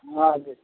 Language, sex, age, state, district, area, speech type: Nepali, female, 60+, West Bengal, Jalpaiguri, rural, conversation